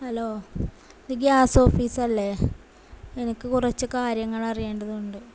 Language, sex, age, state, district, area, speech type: Malayalam, female, 45-60, Kerala, Malappuram, rural, spontaneous